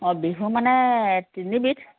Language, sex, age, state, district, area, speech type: Assamese, female, 45-60, Assam, Sivasagar, urban, conversation